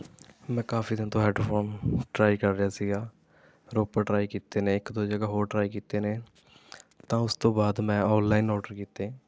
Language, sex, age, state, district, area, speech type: Punjabi, male, 18-30, Punjab, Rupnagar, rural, spontaneous